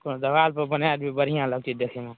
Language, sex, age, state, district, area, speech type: Maithili, male, 30-45, Bihar, Darbhanga, rural, conversation